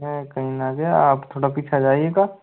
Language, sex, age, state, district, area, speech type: Hindi, male, 18-30, Rajasthan, Jodhpur, rural, conversation